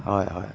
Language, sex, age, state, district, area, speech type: Assamese, male, 30-45, Assam, Jorhat, urban, spontaneous